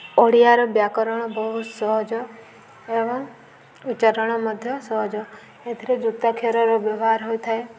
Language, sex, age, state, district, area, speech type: Odia, female, 18-30, Odisha, Subarnapur, urban, spontaneous